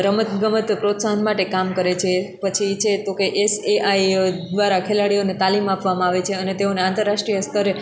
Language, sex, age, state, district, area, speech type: Gujarati, female, 18-30, Gujarat, Junagadh, rural, spontaneous